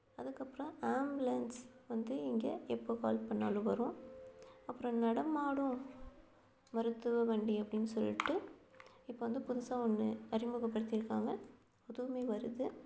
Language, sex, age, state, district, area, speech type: Tamil, female, 18-30, Tamil Nadu, Perambalur, rural, spontaneous